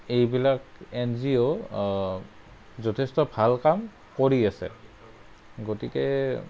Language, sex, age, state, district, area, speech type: Assamese, male, 30-45, Assam, Kamrup Metropolitan, urban, spontaneous